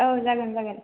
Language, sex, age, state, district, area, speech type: Bodo, female, 18-30, Assam, Chirang, urban, conversation